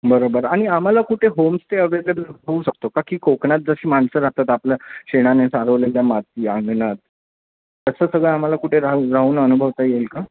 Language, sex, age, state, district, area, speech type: Marathi, male, 30-45, Maharashtra, Thane, urban, conversation